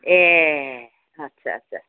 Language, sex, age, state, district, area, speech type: Bodo, female, 60+, Assam, Udalguri, urban, conversation